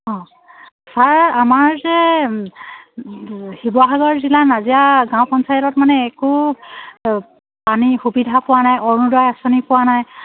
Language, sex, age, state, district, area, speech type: Assamese, female, 45-60, Assam, Sivasagar, rural, conversation